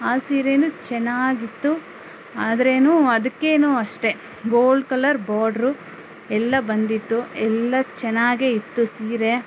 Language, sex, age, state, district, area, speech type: Kannada, female, 30-45, Karnataka, Kolar, urban, spontaneous